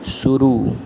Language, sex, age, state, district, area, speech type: Hindi, male, 18-30, Uttar Pradesh, Azamgarh, rural, read